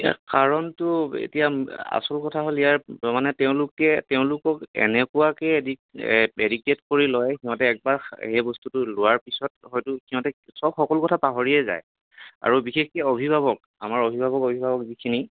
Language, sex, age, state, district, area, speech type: Assamese, male, 45-60, Assam, Kamrup Metropolitan, urban, conversation